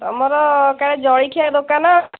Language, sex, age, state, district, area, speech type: Odia, female, 45-60, Odisha, Angul, rural, conversation